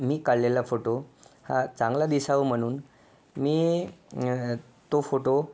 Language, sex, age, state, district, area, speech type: Marathi, male, 18-30, Maharashtra, Yavatmal, urban, spontaneous